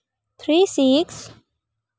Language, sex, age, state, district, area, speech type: Santali, female, 18-30, West Bengal, Purba Bardhaman, rural, spontaneous